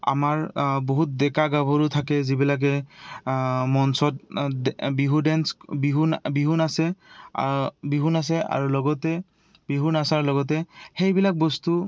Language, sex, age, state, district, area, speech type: Assamese, male, 18-30, Assam, Goalpara, rural, spontaneous